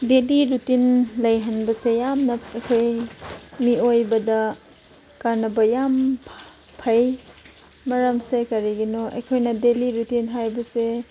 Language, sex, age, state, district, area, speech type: Manipuri, female, 30-45, Manipur, Chandel, rural, spontaneous